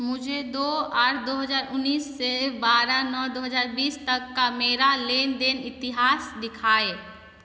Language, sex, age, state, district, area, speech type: Hindi, female, 30-45, Bihar, Begusarai, rural, read